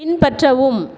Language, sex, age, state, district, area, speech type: Tamil, female, 30-45, Tamil Nadu, Thoothukudi, urban, read